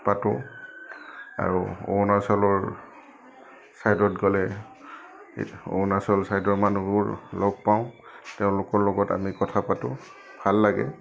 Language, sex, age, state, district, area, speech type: Assamese, male, 45-60, Assam, Udalguri, rural, spontaneous